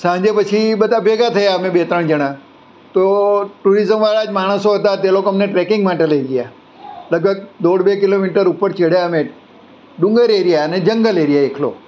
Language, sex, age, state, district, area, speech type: Gujarati, male, 60+, Gujarat, Surat, urban, spontaneous